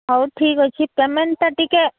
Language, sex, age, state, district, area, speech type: Odia, female, 18-30, Odisha, Koraput, urban, conversation